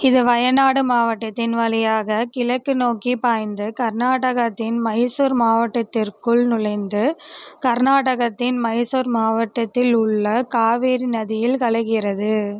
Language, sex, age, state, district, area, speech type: Tamil, female, 18-30, Tamil Nadu, Mayiladuthurai, rural, read